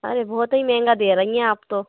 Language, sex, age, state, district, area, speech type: Hindi, female, 45-60, Madhya Pradesh, Bhopal, urban, conversation